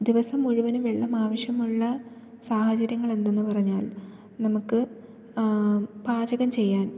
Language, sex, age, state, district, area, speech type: Malayalam, female, 18-30, Kerala, Thiruvananthapuram, rural, spontaneous